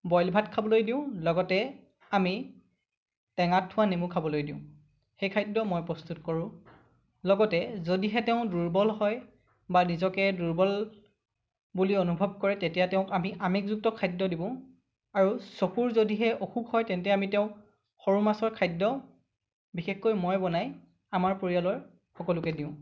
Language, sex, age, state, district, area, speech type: Assamese, male, 18-30, Assam, Lakhimpur, rural, spontaneous